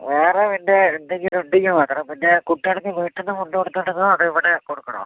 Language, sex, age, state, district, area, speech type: Malayalam, male, 18-30, Kerala, Wayanad, rural, conversation